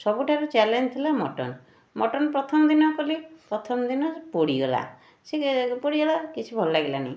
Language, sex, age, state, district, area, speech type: Odia, female, 45-60, Odisha, Puri, urban, spontaneous